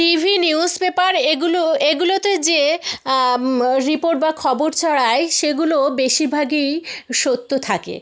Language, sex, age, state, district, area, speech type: Bengali, female, 18-30, West Bengal, South 24 Parganas, rural, spontaneous